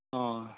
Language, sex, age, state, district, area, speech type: Santali, male, 30-45, West Bengal, Birbhum, rural, conversation